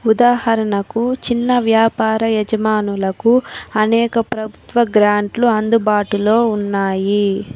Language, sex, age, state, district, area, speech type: Telugu, female, 18-30, Andhra Pradesh, Chittoor, urban, read